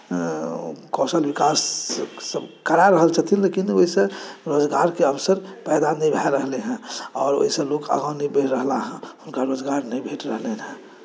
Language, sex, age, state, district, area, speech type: Maithili, male, 45-60, Bihar, Saharsa, urban, spontaneous